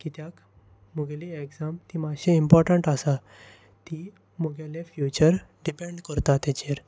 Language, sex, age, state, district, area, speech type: Goan Konkani, male, 18-30, Goa, Salcete, rural, spontaneous